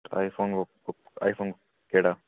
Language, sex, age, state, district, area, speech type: Dogri, male, 30-45, Jammu and Kashmir, Udhampur, urban, conversation